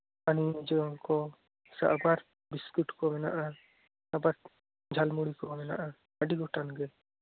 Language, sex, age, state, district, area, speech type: Santali, female, 18-30, West Bengal, Jhargram, rural, conversation